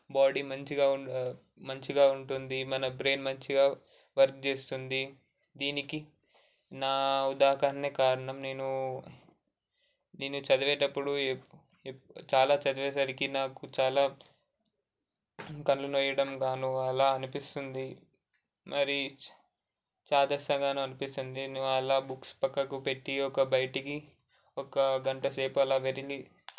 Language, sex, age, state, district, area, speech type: Telugu, male, 18-30, Telangana, Ranga Reddy, urban, spontaneous